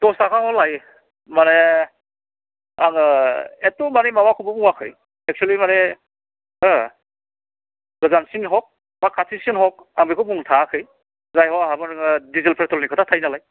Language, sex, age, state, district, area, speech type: Bodo, male, 45-60, Assam, Kokrajhar, rural, conversation